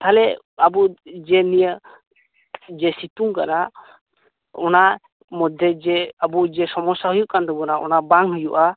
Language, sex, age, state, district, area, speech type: Santali, male, 18-30, West Bengal, Birbhum, rural, conversation